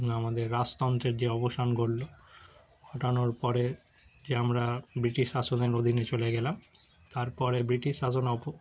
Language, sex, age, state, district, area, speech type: Bengali, male, 30-45, West Bengal, Darjeeling, urban, spontaneous